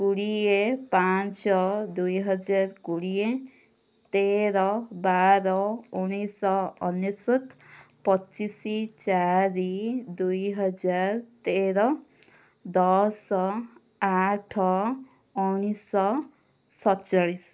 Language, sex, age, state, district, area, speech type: Odia, female, 18-30, Odisha, Kandhamal, rural, spontaneous